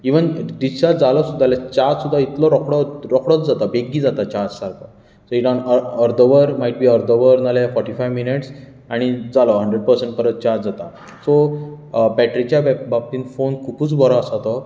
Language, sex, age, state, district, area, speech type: Goan Konkani, male, 30-45, Goa, Bardez, urban, spontaneous